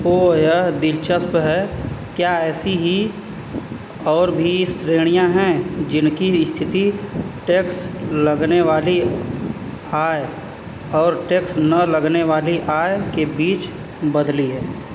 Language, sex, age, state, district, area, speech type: Hindi, male, 30-45, Uttar Pradesh, Azamgarh, rural, read